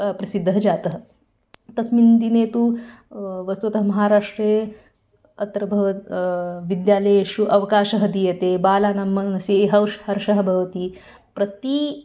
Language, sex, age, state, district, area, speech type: Sanskrit, female, 30-45, Karnataka, Bangalore Urban, urban, spontaneous